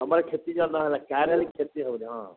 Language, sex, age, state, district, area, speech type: Odia, male, 60+, Odisha, Gajapati, rural, conversation